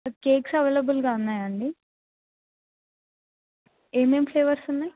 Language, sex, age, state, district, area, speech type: Telugu, female, 18-30, Telangana, Adilabad, urban, conversation